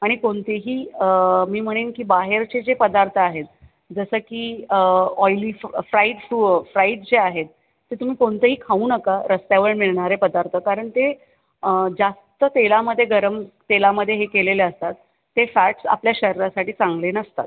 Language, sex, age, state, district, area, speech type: Marathi, female, 30-45, Maharashtra, Thane, urban, conversation